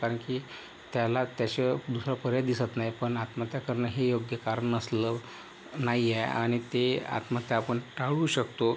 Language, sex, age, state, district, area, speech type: Marathi, male, 18-30, Maharashtra, Yavatmal, rural, spontaneous